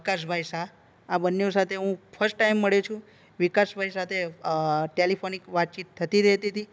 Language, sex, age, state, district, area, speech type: Gujarati, male, 30-45, Gujarat, Narmada, urban, spontaneous